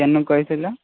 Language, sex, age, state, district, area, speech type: Odia, male, 18-30, Odisha, Subarnapur, urban, conversation